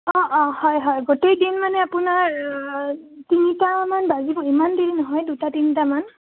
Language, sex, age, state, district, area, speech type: Assamese, female, 18-30, Assam, Udalguri, rural, conversation